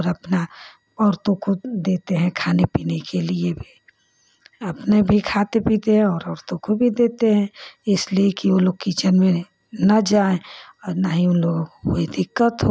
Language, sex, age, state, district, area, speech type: Hindi, female, 30-45, Uttar Pradesh, Ghazipur, rural, spontaneous